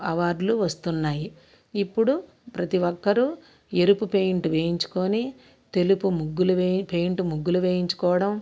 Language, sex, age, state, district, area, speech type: Telugu, female, 45-60, Andhra Pradesh, Bapatla, urban, spontaneous